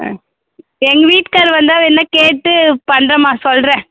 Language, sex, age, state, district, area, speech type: Tamil, female, 18-30, Tamil Nadu, Tirupattur, rural, conversation